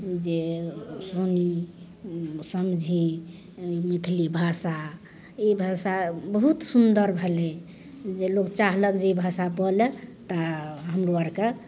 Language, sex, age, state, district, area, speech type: Maithili, female, 60+, Bihar, Madhepura, rural, spontaneous